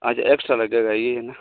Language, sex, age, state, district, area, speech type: Hindi, male, 30-45, Rajasthan, Nagaur, rural, conversation